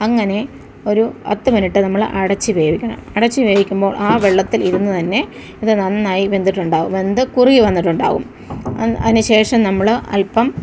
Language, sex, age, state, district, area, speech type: Malayalam, female, 45-60, Kerala, Thiruvananthapuram, rural, spontaneous